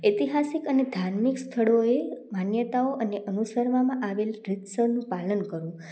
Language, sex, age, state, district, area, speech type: Gujarati, female, 18-30, Gujarat, Rajkot, rural, spontaneous